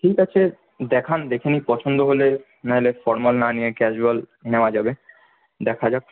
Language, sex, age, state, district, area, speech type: Bengali, male, 30-45, West Bengal, Paschim Bardhaman, urban, conversation